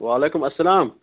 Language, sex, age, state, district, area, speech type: Kashmiri, male, 30-45, Jammu and Kashmir, Kupwara, rural, conversation